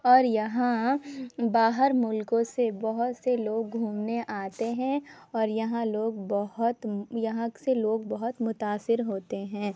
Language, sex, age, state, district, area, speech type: Urdu, female, 30-45, Uttar Pradesh, Lucknow, rural, spontaneous